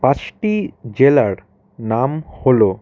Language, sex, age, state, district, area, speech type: Bengali, male, 18-30, West Bengal, Howrah, urban, spontaneous